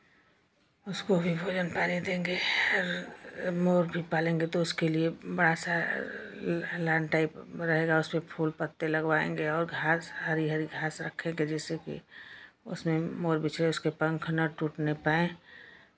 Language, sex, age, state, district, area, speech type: Hindi, female, 60+, Uttar Pradesh, Chandauli, urban, spontaneous